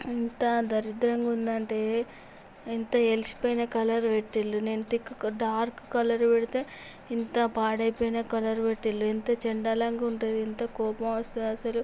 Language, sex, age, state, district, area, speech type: Telugu, female, 18-30, Andhra Pradesh, Visakhapatnam, urban, spontaneous